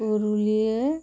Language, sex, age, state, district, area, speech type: Santali, female, 30-45, West Bengal, Bankura, rural, spontaneous